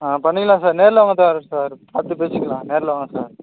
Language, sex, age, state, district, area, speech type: Tamil, male, 18-30, Tamil Nadu, Nagapattinam, rural, conversation